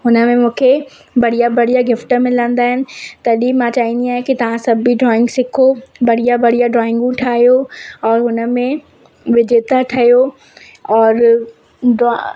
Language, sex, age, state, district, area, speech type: Sindhi, female, 18-30, Madhya Pradesh, Katni, urban, spontaneous